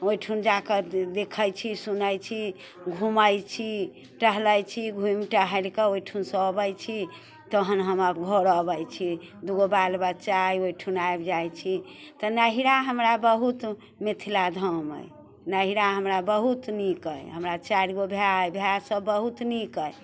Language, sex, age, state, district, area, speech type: Maithili, female, 60+, Bihar, Muzaffarpur, urban, spontaneous